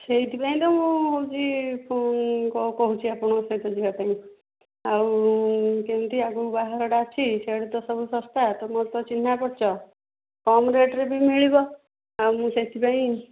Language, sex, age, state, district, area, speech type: Odia, female, 60+, Odisha, Jharsuguda, rural, conversation